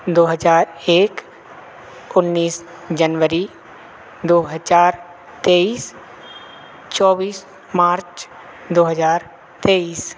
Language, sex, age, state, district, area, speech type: Hindi, male, 30-45, Madhya Pradesh, Hoshangabad, rural, spontaneous